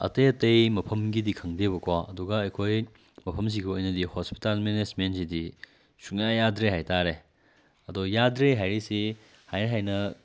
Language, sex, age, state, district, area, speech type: Manipuri, male, 18-30, Manipur, Kakching, rural, spontaneous